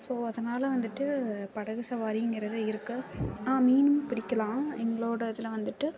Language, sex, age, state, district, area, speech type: Tamil, female, 18-30, Tamil Nadu, Karur, rural, spontaneous